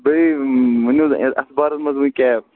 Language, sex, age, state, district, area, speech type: Kashmiri, male, 30-45, Jammu and Kashmir, Bandipora, rural, conversation